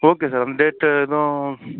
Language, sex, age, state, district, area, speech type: Tamil, male, 45-60, Tamil Nadu, Sivaganga, urban, conversation